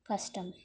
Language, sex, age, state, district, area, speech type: Telugu, female, 18-30, Telangana, Jangaon, urban, spontaneous